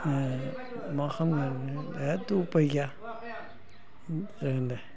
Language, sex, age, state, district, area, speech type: Bodo, male, 60+, Assam, Udalguri, rural, spontaneous